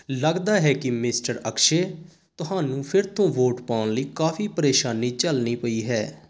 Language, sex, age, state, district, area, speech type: Punjabi, male, 18-30, Punjab, Sangrur, urban, read